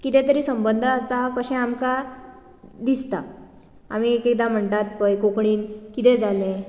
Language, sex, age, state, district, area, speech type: Goan Konkani, female, 18-30, Goa, Bardez, urban, spontaneous